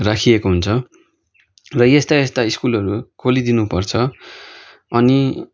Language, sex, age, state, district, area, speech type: Nepali, male, 18-30, West Bengal, Darjeeling, rural, spontaneous